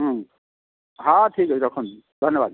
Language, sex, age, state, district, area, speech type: Odia, male, 60+, Odisha, Kandhamal, rural, conversation